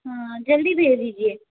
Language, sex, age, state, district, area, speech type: Hindi, female, 18-30, Madhya Pradesh, Gwalior, rural, conversation